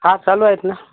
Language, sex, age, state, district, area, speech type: Marathi, male, 30-45, Maharashtra, Yavatmal, urban, conversation